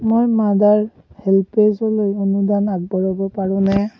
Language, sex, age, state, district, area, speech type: Assamese, male, 18-30, Assam, Darrang, rural, read